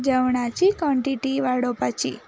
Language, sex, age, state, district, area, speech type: Goan Konkani, female, 18-30, Goa, Ponda, rural, spontaneous